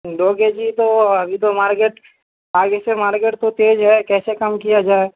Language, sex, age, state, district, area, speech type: Urdu, male, 18-30, Uttar Pradesh, Gautam Buddha Nagar, urban, conversation